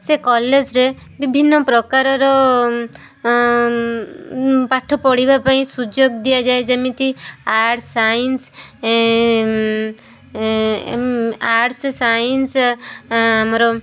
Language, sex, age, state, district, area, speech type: Odia, female, 18-30, Odisha, Balasore, rural, spontaneous